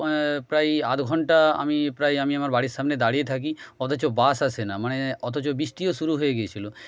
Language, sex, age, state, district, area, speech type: Bengali, male, 30-45, West Bengal, Jhargram, rural, spontaneous